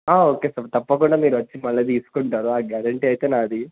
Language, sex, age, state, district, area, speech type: Telugu, male, 18-30, Telangana, Suryapet, urban, conversation